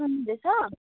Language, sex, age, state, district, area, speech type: Nepali, female, 18-30, West Bengal, Kalimpong, rural, conversation